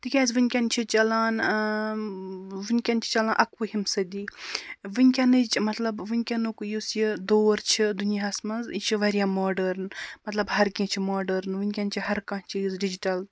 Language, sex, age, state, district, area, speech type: Kashmiri, female, 45-60, Jammu and Kashmir, Baramulla, rural, spontaneous